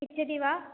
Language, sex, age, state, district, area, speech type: Sanskrit, female, 18-30, Kerala, Malappuram, urban, conversation